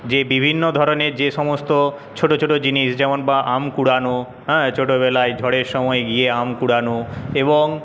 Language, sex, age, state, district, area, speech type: Bengali, male, 30-45, West Bengal, Paschim Medinipur, rural, spontaneous